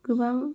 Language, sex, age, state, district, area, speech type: Bodo, female, 18-30, Assam, Kokrajhar, rural, spontaneous